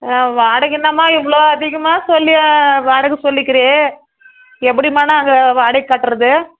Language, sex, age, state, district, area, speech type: Tamil, female, 30-45, Tamil Nadu, Tirupattur, rural, conversation